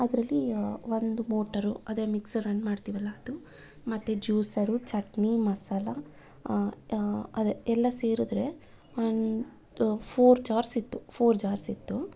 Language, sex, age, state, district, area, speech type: Kannada, female, 30-45, Karnataka, Bangalore Urban, urban, spontaneous